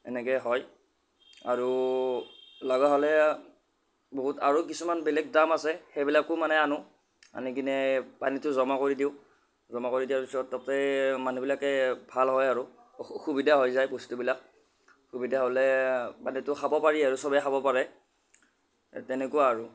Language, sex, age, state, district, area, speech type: Assamese, female, 60+, Assam, Kamrup Metropolitan, urban, spontaneous